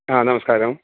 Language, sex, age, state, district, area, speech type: Malayalam, male, 45-60, Kerala, Alappuzha, rural, conversation